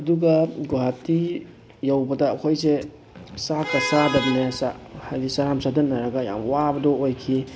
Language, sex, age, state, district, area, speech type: Manipuri, male, 18-30, Manipur, Bishnupur, rural, spontaneous